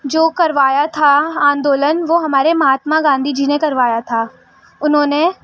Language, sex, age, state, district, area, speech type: Urdu, female, 18-30, Delhi, East Delhi, rural, spontaneous